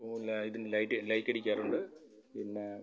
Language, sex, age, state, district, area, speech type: Malayalam, male, 45-60, Kerala, Kollam, rural, spontaneous